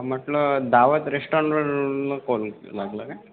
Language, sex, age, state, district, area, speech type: Marathi, male, 18-30, Maharashtra, Akola, rural, conversation